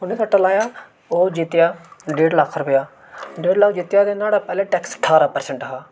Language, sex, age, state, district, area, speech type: Dogri, male, 18-30, Jammu and Kashmir, Reasi, urban, spontaneous